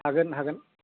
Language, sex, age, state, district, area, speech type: Bodo, male, 45-60, Assam, Chirang, urban, conversation